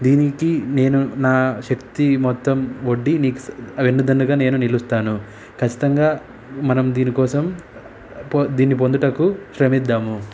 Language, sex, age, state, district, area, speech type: Telugu, male, 30-45, Telangana, Hyderabad, urban, spontaneous